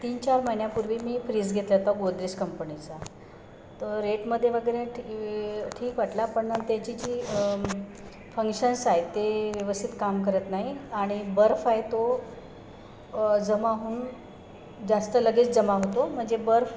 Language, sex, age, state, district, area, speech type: Marathi, female, 30-45, Maharashtra, Nagpur, urban, spontaneous